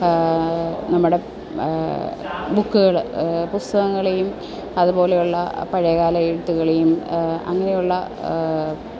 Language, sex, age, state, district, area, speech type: Malayalam, female, 30-45, Kerala, Alappuzha, urban, spontaneous